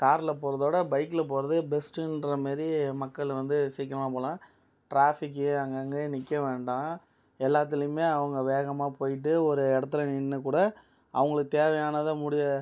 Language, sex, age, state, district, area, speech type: Tamil, male, 30-45, Tamil Nadu, Cuddalore, urban, spontaneous